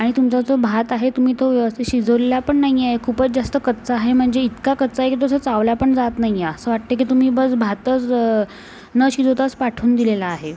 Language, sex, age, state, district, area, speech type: Marathi, female, 18-30, Maharashtra, Amravati, urban, spontaneous